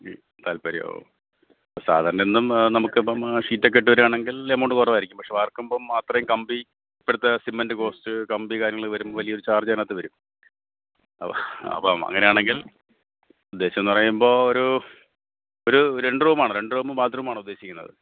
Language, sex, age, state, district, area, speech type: Malayalam, male, 30-45, Kerala, Thiruvananthapuram, urban, conversation